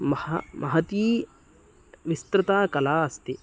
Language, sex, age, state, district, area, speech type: Sanskrit, male, 18-30, Karnataka, Uttara Kannada, rural, spontaneous